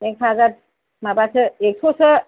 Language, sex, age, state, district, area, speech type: Bodo, female, 60+, Assam, Kokrajhar, urban, conversation